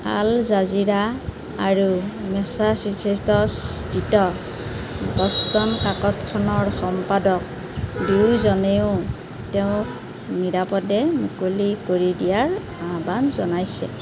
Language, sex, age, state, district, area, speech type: Assamese, female, 30-45, Assam, Nalbari, rural, read